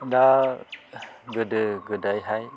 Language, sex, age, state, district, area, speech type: Bodo, male, 60+, Assam, Kokrajhar, rural, spontaneous